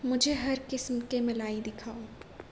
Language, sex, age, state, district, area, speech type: Urdu, female, 18-30, Telangana, Hyderabad, urban, read